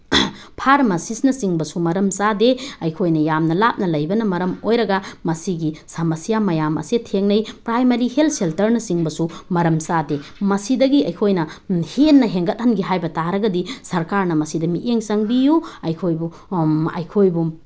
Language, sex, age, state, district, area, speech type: Manipuri, female, 30-45, Manipur, Tengnoupal, rural, spontaneous